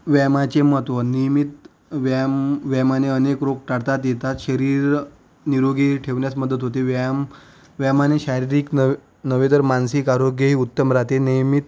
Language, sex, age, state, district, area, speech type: Marathi, male, 30-45, Maharashtra, Amravati, rural, spontaneous